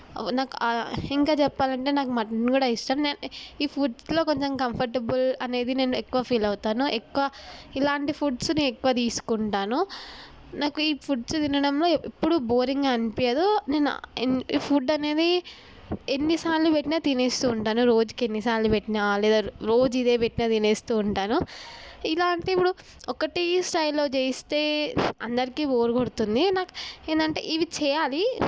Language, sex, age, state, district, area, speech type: Telugu, female, 18-30, Telangana, Mahbubnagar, urban, spontaneous